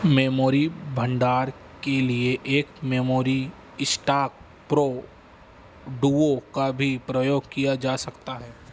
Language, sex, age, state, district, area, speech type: Hindi, male, 30-45, Madhya Pradesh, Harda, urban, read